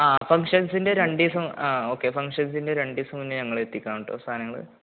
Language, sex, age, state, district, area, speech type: Malayalam, male, 18-30, Kerala, Malappuram, rural, conversation